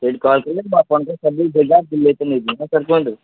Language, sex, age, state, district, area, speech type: Odia, male, 18-30, Odisha, Kendujhar, urban, conversation